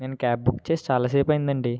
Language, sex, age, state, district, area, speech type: Telugu, male, 18-30, Andhra Pradesh, West Godavari, rural, spontaneous